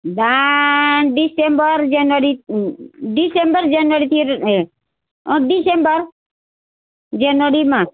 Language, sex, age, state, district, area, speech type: Nepali, female, 60+, West Bengal, Darjeeling, rural, conversation